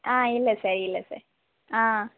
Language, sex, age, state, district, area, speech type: Tamil, female, 30-45, Tamil Nadu, Tirunelveli, urban, conversation